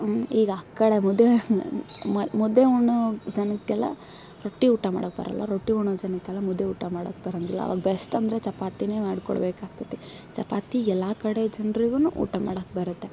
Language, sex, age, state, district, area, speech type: Kannada, female, 18-30, Karnataka, Koppal, urban, spontaneous